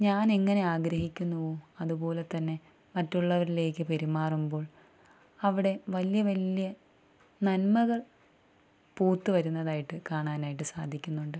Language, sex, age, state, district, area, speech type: Malayalam, female, 18-30, Kerala, Thiruvananthapuram, rural, spontaneous